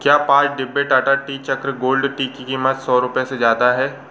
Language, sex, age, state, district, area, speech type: Hindi, male, 18-30, Madhya Pradesh, Bhopal, urban, read